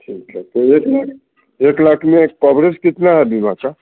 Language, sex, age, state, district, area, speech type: Hindi, male, 45-60, Bihar, Samastipur, rural, conversation